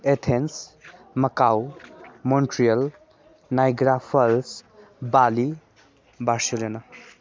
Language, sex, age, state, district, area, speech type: Nepali, male, 18-30, West Bengal, Darjeeling, rural, spontaneous